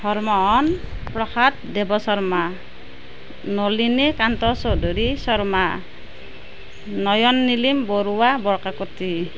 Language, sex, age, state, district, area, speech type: Assamese, female, 30-45, Assam, Nalbari, rural, spontaneous